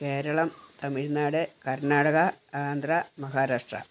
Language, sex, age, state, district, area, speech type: Malayalam, female, 60+, Kerala, Wayanad, rural, spontaneous